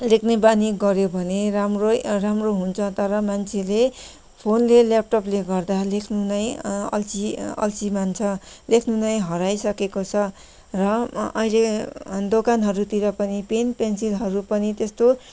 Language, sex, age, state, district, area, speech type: Nepali, female, 30-45, West Bengal, Kalimpong, rural, spontaneous